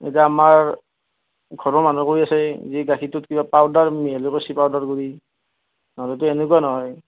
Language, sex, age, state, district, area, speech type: Assamese, male, 30-45, Assam, Nalbari, rural, conversation